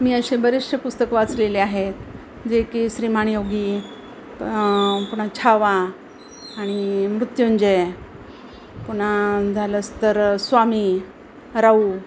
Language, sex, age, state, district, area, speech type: Marathi, female, 45-60, Maharashtra, Osmanabad, rural, spontaneous